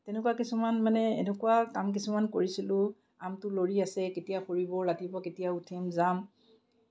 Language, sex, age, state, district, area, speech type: Assamese, female, 45-60, Assam, Kamrup Metropolitan, urban, spontaneous